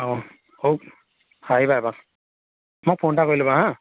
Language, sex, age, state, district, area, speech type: Assamese, male, 30-45, Assam, Sivasagar, urban, conversation